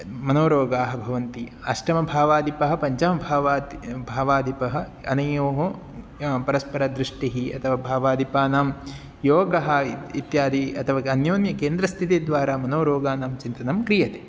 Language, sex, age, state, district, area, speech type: Sanskrit, male, 30-45, Kerala, Ernakulam, rural, spontaneous